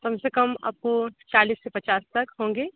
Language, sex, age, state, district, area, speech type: Hindi, female, 30-45, Uttar Pradesh, Sonbhadra, rural, conversation